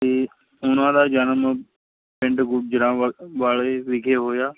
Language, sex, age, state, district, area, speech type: Punjabi, male, 30-45, Punjab, Fatehgarh Sahib, rural, conversation